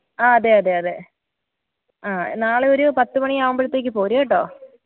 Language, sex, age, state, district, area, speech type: Malayalam, female, 30-45, Kerala, Alappuzha, rural, conversation